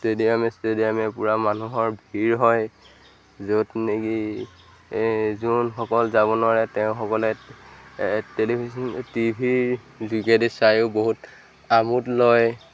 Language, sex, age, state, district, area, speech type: Assamese, male, 18-30, Assam, Majuli, urban, spontaneous